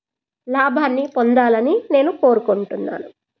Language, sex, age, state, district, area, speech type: Telugu, female, 45-60, Telangana, Medchal, rural, spontaneous